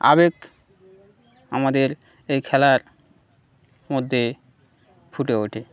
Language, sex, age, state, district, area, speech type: Bengali, male, 30-45, West Bengal, Birbhum, urban, spontaneous